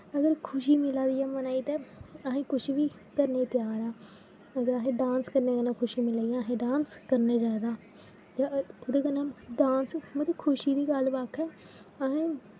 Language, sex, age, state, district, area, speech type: Dogri, female, 18-30, Jammu and Kashmir, Jammu, rural, spontaneous